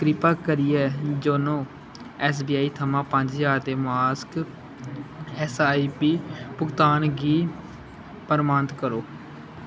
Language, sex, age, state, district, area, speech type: Dogri, male, 18-30, Jammu and Kashmir, Kathua, rural, read